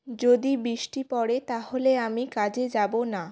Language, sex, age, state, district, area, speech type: Bengali, female, 18-30, West Bengal, Jalpaiguri, rural, read